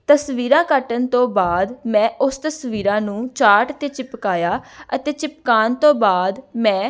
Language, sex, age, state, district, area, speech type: Punjabi, female, 18-30, Punjab, Amritsar, urban, spontaneous